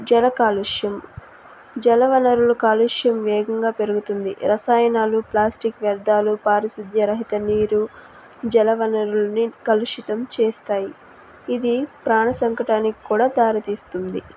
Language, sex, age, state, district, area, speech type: Telugu, female, 18-30, Andhra Pradesh, Nellore, rural, spontaneous